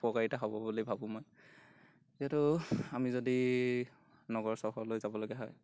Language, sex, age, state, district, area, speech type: Assamese, male, 18-30, Assam, Golaghat, rural, spontaneous